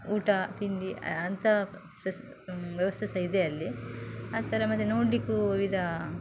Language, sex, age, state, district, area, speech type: Kannada, female, 30-45, Karnataka, Udupi, rural, spontaneous